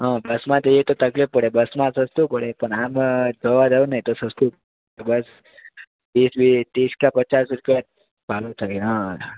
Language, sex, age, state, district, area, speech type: Gujarati, male, 18-30, Gujarat, Surat, rural, conversation